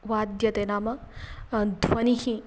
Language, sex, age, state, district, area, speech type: Sanskrit, female, 18-30, Karnataka, Uttara Kannada, rural, spontaneous